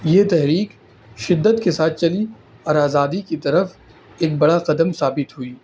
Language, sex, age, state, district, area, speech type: Urdu, male, 18-30, Delhi, North East Delhi, rural, spontaneous